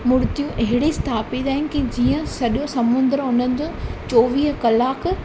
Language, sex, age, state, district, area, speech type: Sindhi, female, 18-30, Gujarat, Surat, urban, spontaneous